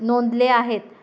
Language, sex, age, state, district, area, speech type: Marathi, female, 45-60, Maharashtra, Nanded, rural, spontaneous